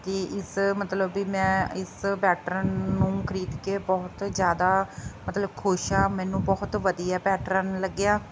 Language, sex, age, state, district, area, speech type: Punjabi, female, 30-45, Punjab, Mansa, rural, spontaneous